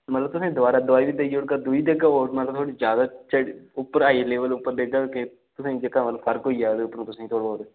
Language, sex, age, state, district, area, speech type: Dogri, male, 18-30, Jammu and Kashmir, Udhampur, rural, conversation